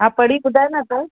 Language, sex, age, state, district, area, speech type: Sindhi, female, 45-60, Maharashtra, Mumbai Suburban, urban, conversation